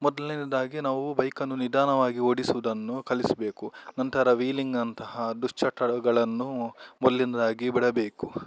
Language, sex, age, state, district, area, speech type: Kannada, male, 18-30, Karnataka, Udupi, rural, spontaneous